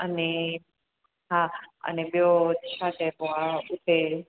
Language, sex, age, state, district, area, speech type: Sindhi, female, 30-45, Gujarat, Junagadh, urban, conversation